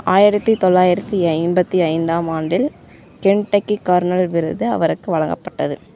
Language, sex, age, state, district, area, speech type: Tamil, female, 18-30, Tamil Nadu, Coimbatore, rural, read